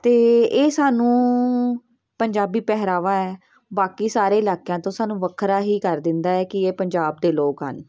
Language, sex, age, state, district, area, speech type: Punjabi, female, 30-45, Punjab, Patiala, rural, spontaneous